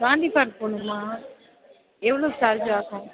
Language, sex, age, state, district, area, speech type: Tamil, female, 18-30, Tamil Nadu, Pudukkottai, rural, conversation